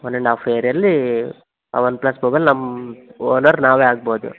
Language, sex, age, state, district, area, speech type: Kannada, male, 18-30, Karnataka, Koppal, rural, conversation